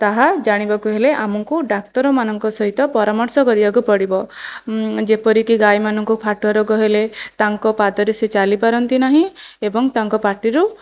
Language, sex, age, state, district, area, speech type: Odia, female, 18-30, Odisha, Jajpur, rural, spontaneous